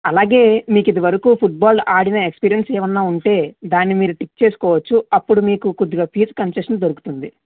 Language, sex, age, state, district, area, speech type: Telugu, male, 45-60, Andhra Pradesh, West Godavari, rural, conversation